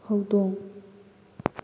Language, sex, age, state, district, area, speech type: Manipuri, female, 30-45, Manipur, Kakching, rural, read